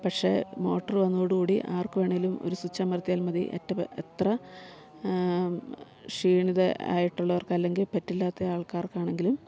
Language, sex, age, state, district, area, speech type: Malayalam, female, 45-60, Kerala, Idukki, rural, spontaneous